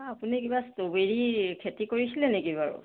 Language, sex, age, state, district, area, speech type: Assamese, female, 30-45, Assam, Jorhat, urban, conversation